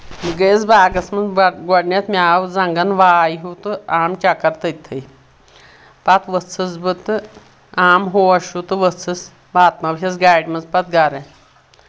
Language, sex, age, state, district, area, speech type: Kashmiri, female, 60+, Jammu and Kashmir, Anantnag, rural, spontaneous